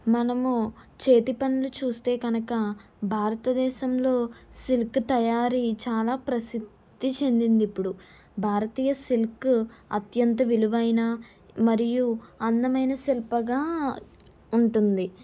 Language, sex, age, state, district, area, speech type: Telugu, female, 30-45, Andhra Pradesh, Kakinada, rural, spontaneous